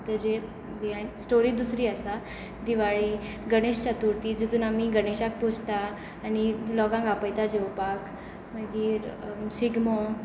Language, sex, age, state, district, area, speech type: Goan Konkani, female, 18-30, Goa, Tiswadi, rural, spontaneous